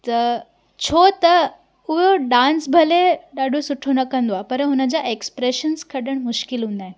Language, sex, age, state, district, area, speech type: Sindhi, female, 18-30, Gujarat, Surat, urban, spontaneous